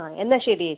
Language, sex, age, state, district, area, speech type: Malayalam, female, 30-45, Kerala, Kannur, rural, conversation